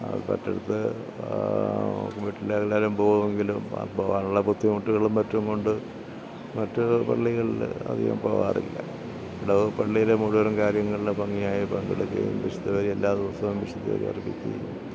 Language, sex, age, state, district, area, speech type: Malayalam, male, 60+, Kerala, Thiruvananthapuram, rural, spontaneous